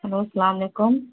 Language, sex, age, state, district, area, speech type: Urdu, female, 45-60, Bihar, Gaya, urban, conversation